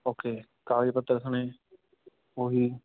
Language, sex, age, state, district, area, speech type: Punjabi, male, 18-30, Punjab, Fatehgarh Sahib, rural, conversation